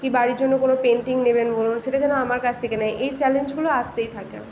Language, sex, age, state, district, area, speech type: Bengali, female, 18-30, West Bengal, Paschim Medinipur, rural, spontaneous